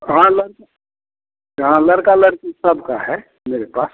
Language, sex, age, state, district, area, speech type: Hindi, male, 60+, Bihar, Madhepura, urban, conversation